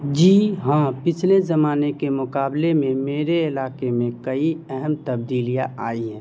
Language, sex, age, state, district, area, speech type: Urdu, male, 18-30, Bihar, Madhubani, rural, spontaneous